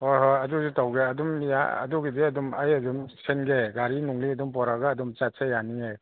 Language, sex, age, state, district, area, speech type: Manipuri, male, 45-60, Manipur, Imphal East, rural, conversation